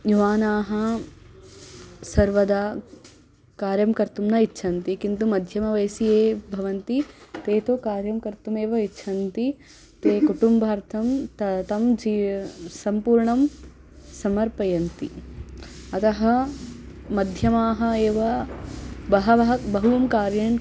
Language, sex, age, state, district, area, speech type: Sanskrit, female, 18-30, Karnataka, Davanagere, urban, spontaneous